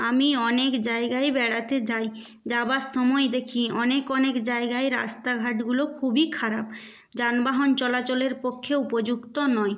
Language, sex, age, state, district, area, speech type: Bengali, female, 30-45, West Bengal, Nadia, rural, spontaneous